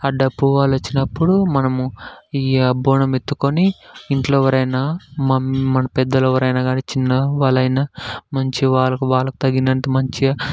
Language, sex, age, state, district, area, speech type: Telugu, male, 18-30, Telangana, Hyderabad, urban, spontaneous